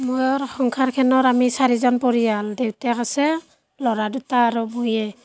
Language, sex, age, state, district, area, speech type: Assamese, female, 30-45, Assam, Barpeta, rural, spontaneous